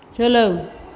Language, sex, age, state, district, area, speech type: Bodo, female, 60+, Assam, Chirang, rural, read